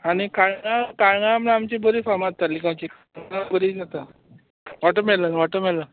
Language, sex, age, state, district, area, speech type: Goan Konkani, male, 45-60, Goa, Tiswadi, rural, conversation